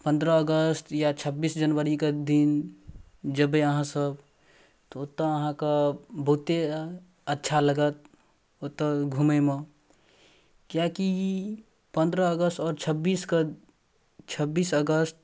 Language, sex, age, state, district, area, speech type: Maithili, male, 18-30, Bihar, Darbhanga, rural, spontaneous